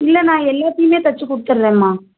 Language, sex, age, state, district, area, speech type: Tamil, female, 30-45, Tamil Nadu, Tiruvallur, urban, conversation